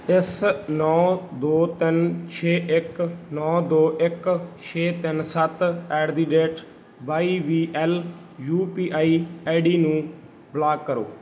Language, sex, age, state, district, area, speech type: Punjabi, male, 30-45, Punjab, Bathinda, rural, read